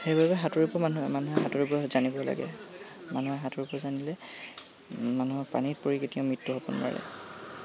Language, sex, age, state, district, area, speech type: Assamese, male, 18-30, Assam, Lakhimpur, rural, spontaneous